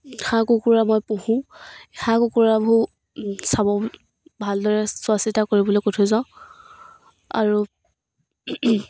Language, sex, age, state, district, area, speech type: Assamese, female, 18-30, Assam, Dibrugarh, rural, spontaneous